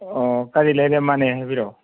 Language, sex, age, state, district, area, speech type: Manipuri, male, 60+, Manipur, Churachandpur, urban, conversation